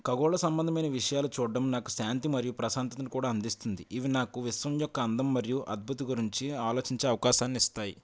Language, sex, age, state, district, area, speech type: Telugu, male, 18-30, Andhra Pradesh, Konaseema, rural, spontaneous